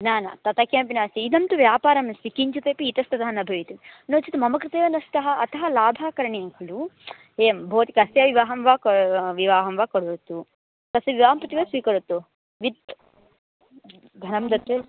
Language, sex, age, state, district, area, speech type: Sanskrit, female, 18-30, Karnataka, Bellary, urban, conversation